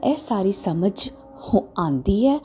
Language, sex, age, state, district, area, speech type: Punjabi, female, 30-45, Punjab, Jalandhar, urban, spontaneous